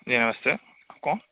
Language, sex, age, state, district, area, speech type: Urdu, male, 30-45, Uttar Pradesh, Lucknow, urban, conversation